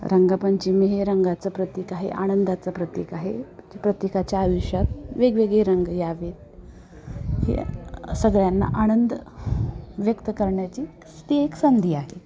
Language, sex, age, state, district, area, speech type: Marathi, female, 45-60, Maharashtra, Osmanabad, rural, spontaneous